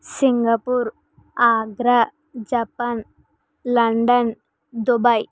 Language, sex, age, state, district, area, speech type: Telugu, female, 60+, Andhra Pradesh, Kakinada, rural, spontaneous